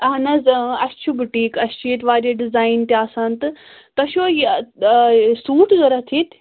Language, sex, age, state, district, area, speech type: Kashmiri, female, 18-30, Jammu and Kashmir, Pulwama, rural, conversation